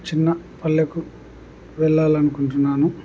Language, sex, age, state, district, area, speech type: Telugu, male, 18-30, Andhra Pradesh, Kurnool, urban, spontaneous